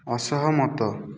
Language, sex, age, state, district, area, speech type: Odia, male, 18-30, Odisha, Malkangiri, rural, read